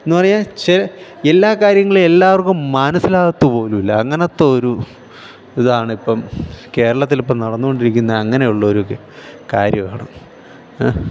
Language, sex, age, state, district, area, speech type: Malayalam, male, 45-60, Kerala, Thiruvananthapuram, urban, spontaneous